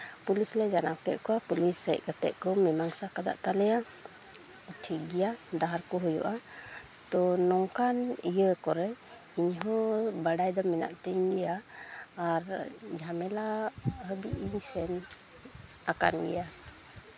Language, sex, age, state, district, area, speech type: Santali, female, 30-45, West Bengal, Uttar Dinajpur, rural, spontaneous